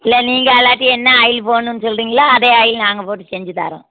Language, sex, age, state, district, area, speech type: Tamil, female, 60+, Tamil Nadu, Tiruppur, rural, conversation